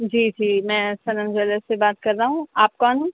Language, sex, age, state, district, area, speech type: Urdu, male, 18-30, Delhi, Central Delhi, urban, conversation